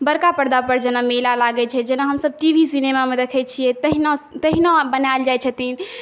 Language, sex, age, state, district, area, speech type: Maithili, other, 18-30, Bihar, Saharsa, rural, spontaneous